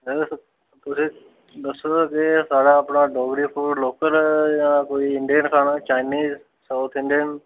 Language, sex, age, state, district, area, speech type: Dogri, male, 30-45, Jammu and Kashmir, Reasi, urban, conversation